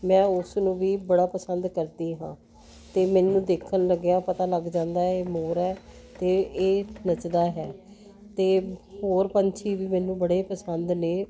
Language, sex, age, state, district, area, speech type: Punjabi, female, 60+, Punjab, Jalandhar, urban, spontaneous